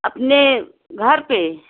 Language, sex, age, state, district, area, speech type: Hindi, female, 60+, Uttar Pradesh, Jaunpur, urban, conversation